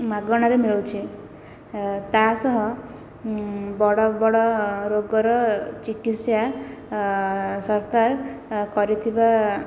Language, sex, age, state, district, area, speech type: Odia, female, 18-30, Odisha, Khordha, rural, spontaneous